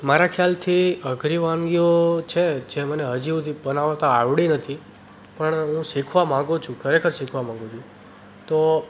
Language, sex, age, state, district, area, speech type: Gujarati, male, 18-30, Gujarat, Surat, rural, spontaneous